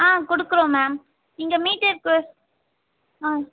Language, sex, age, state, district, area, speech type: Tamil, female, 18-30, Tamil Nadu, Vellore, urban, conversation